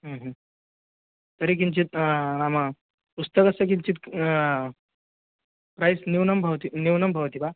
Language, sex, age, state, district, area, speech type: Sanskrit, male, 18-30, Maharashtra, Solapur, rural, conversation